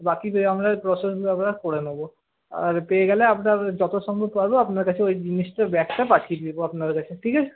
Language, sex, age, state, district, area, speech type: Bengali, male, 18-30, West Bengal, Paschim Bardhaman, urban, conversation